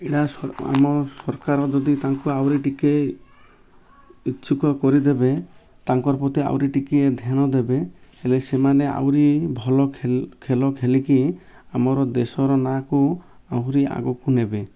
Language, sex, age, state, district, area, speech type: Odia, male, 30-45, Odisha, Malkangiri, urban, spontaneous